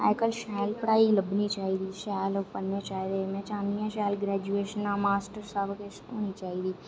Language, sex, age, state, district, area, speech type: Dogri, female, 18-30, Jammu and Kashmir, Reasi, urban, spontaneous